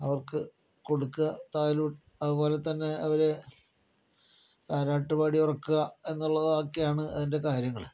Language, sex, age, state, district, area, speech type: Malayalam, male, 60+, Kerala, Palakkad, rural, spontaneous